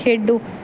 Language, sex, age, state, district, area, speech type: Punjabi, female, 18-30, Punjab, Bathinda, urban, read